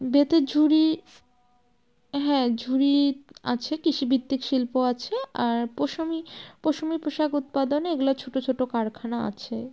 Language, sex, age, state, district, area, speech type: Bengali, female, 45-60, West Bengal, Jalpaiguri, rural, spontaneous